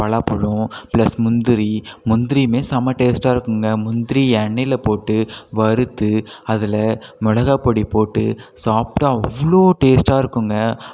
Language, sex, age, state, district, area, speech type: Tamil, male, 18-30, Tamil Nadu, Cuddalore, rural, spontaneous